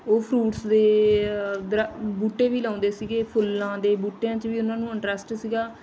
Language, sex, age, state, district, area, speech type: Punjabi, female, 30-45, Punjab, Bathinda, rural, spontaneous